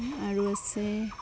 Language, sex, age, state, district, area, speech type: Assamese, female, 30-45, Assam, Udalguri, rural, spontaneous